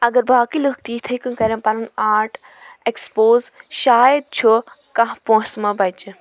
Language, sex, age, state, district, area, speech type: Kashmiri, female, 18-30, Jammu and Kashmir, Anantnag, rural, spontaneous